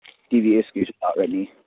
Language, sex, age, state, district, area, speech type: Manipuri, male, 18-30, Manipur, Churachandpur, rural, conversation